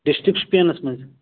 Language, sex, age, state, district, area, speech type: Kashmiri, male, 45-60, Jammu and Kashmir, Shopian, urban, conversation